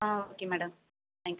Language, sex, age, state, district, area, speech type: Tamil, female, 30-45, Tamil Nadu, Ariyalur, rural, conversation